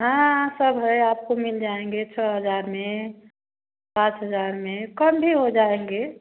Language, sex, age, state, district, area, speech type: Hindi, female, 30-45, Uttar Pradesh, Prayagraj, rural, conversation